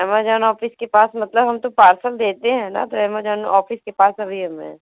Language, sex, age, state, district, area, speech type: Hindi, female, 18-30, Uttar Pradesh, Sonbhadra, rural, conversation